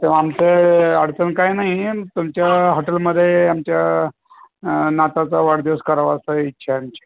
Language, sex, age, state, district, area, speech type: Marathi, male, 60+, Maharashtra, Osmanabad, rural, conversation